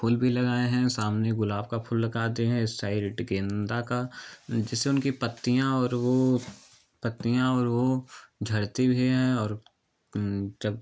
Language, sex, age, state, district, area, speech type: Hindi, male, 18-30, Uttar Pradesh, Chandauli, urban, spontaneous